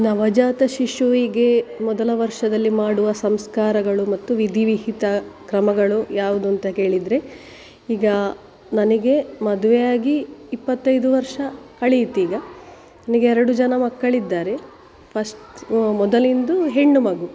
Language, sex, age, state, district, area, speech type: Kannada, female, 45-60, Karnataka, Dakshina Kannada, rural, spontaneous